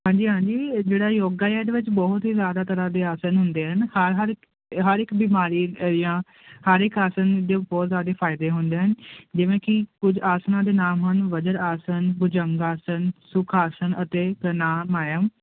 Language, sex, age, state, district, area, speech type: Punjabi, male, 18-30, Punjab, Kapurthala, urban, conversation